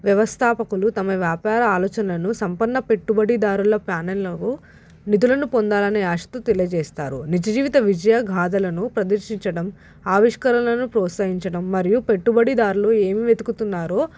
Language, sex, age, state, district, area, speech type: Telugu, female, 18-30, Telangana, Hyderabad, urban, spontaneous